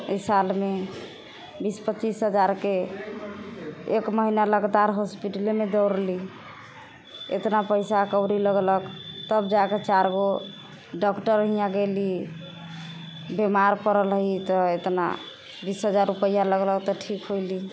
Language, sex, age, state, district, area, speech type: Maithili, female, 30-45, Bihar, Sitamarhi, urban, spontaneous